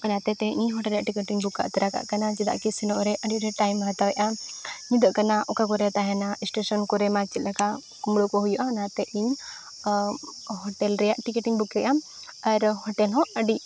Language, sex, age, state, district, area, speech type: Santali, female, 18-30, Jharkhand, Seraikela Kharsawan, rural, spontaneous